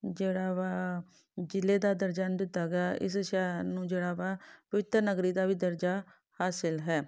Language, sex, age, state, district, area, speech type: Punjabi, female, 45-60, Punjab, Tarn Taran, urban, spontaneous